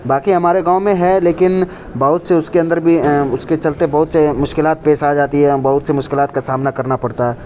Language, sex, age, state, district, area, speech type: Urdu, male, 30-45, Uttar Pradesh, Lucknow, rural, spontaneous